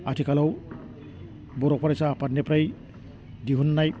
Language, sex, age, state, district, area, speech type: Bodo, male, 60+, Assam, Udalguri, urban, spontaneous